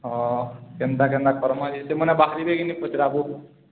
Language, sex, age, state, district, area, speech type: Odia, male, 18-30, Odisha, Balangir, urban, conversation